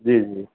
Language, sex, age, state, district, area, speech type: Sindhi, male, 30-45, Uttar Pradesh, Lucknow, urban, conversation